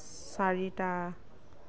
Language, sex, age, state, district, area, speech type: Assamese, female, 30-45, Assam, Nagaon, rural, read